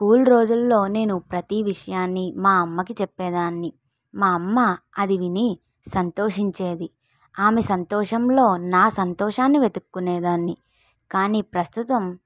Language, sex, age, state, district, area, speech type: Telugu, female, 45-60, Andhra Pradesh, Kakinada, rural, spontaneous